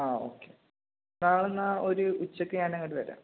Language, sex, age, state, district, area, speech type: Malayalam, male, 18-30, Kerala, Malappuram, rural, conversation